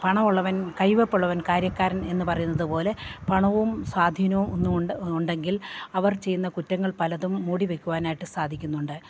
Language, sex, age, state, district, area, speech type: Malayalam, female, 45-60, Kerala, Idukki, rural, spontaneous